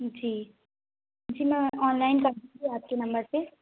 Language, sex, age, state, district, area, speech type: Hindi, female, 18-30, Madhya Pradesh, Katni, urban, conversation